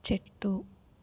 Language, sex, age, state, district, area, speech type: Telugu, female, 30-45, Andhra Pradesh, N T Rama Rao, rural, read